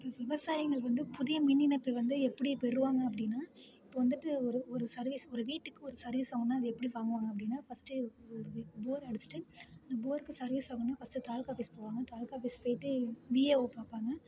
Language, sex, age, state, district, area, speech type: Tamil, female, 30-45, Tamil Nadu, Ariyalur, rural, spontaneous